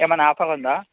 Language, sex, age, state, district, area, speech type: Telugu, male, 18-30, Telangana, Medchal, urban, conversation